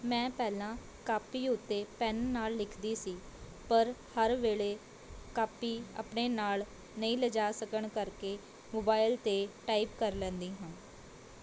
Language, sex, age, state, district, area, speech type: Punjabi, female, 18-30, Punjab, Mohali, urban, spontaneous